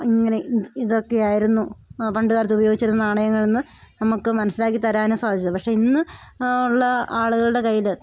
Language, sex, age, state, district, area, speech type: Malayalam, female, 30-45, Kerala, Idukki, rural, spontaneous